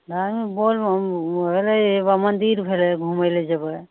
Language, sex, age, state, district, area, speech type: Maithili, female, 30-45, Bihar, Araria, rural, conversation